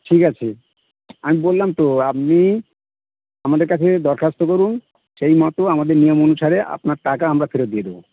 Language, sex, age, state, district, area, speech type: Bengali, male, 30-45, West Bengal, Birbhum, urban, conversation